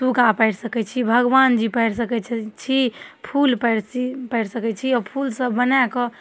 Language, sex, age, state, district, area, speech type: Maithili, female, 18-30, Bihar, Darbhanga, rural, spontaneous